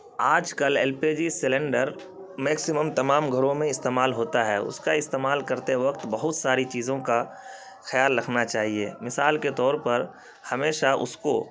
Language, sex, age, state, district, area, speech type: Urdu, male, 30-45, Bihar, Khagaria, rural, spontaneous